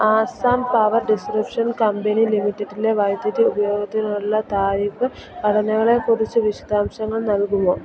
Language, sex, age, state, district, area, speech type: Malayalam, female, 18-30, Kerala, Idukki, rural, read